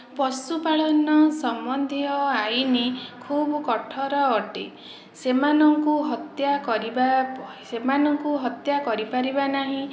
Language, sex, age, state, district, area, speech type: Odia, female, 45-60, Odisha, Dhenkanal, rural, spontaneous